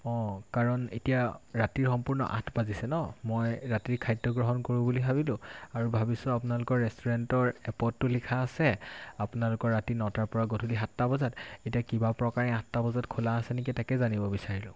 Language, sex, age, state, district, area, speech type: Assamese, male, 18-30, Assam, Golaghat, rural, spontaneous